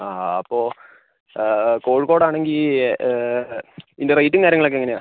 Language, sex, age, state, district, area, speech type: Malayalam, male, 45-60, Kerala, Kozhikode, urban, conversation